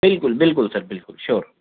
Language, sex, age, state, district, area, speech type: Urdu, male, 45-60, Telangana, Hyderabad, urban, conversation